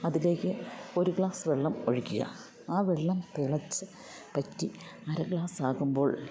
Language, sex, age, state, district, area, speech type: Malayalam, female, 45-60, Kerala, Idukki, rural, spontaneous